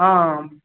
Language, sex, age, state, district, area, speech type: Maithili, male, 18-30, Bihar, Madhepura, rural, conversation